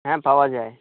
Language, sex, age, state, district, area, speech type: Bengali, male, 30-45, West Bengal, Birbhum, urban, conversation